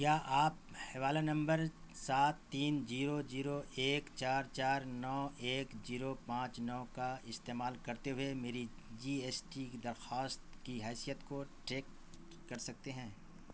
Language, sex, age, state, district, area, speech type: Urdu, male, 45-60, Bihar, Saharsa, rural, read